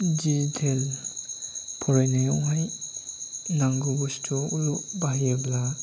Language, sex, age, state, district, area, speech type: Bodo, male, 30-45, Assam, Chirang, rural, spontaneous